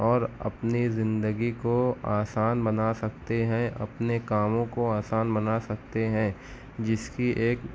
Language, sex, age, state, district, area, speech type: Urdu, male, 18-30, Maharashtra, Nashik, urban, spontaneous